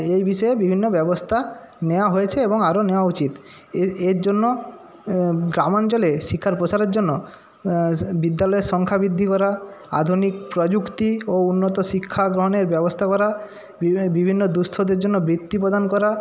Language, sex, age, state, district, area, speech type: Bengali, male, 45-60, West Bengal, Jhargram, rural, spontaneous